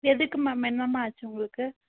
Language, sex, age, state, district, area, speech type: Tamil, female, 18-30, Tamil Nadu, Nilgiris, urban, conversation